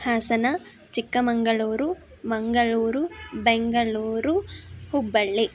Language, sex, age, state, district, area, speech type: Sanskrit, female, 18-30, Karnataka, Hassan, urban, spontaneous